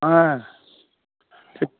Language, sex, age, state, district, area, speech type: Bengali, male, 60+, West Bengal, Hooghly, rural, conversation